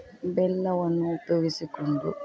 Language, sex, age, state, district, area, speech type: Kannada, female, 45-60, Karnataka, Vijayanagara, rural, spontaneous